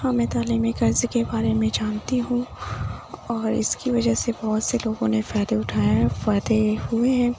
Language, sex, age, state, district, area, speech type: Urdu, female, 18-30, Uttar Pradesh, Mau, urban, spontaneous